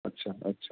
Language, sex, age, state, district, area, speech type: Bengali, male, 30-45, West Bengal, Purba Bardhaman, urban, conversation